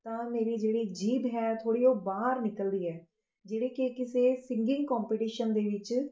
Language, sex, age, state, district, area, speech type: Punjabi, female, 30-45, Punjab, Rupnagar, urban, spontaneous